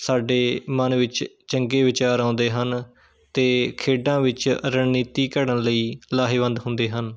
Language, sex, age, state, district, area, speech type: Punjabi, male, 18-30, Punjab, Shaheed Bhagat Singh Nagar, urban, spontaneous